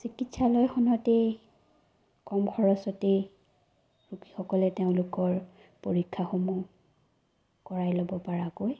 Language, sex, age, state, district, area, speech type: Assamese, female, 30-45, Assam, Sonitpur, rural, spontaneous